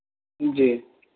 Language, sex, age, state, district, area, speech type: Hindi, male, 18-30, Bihar, Vaishali, rural, conversation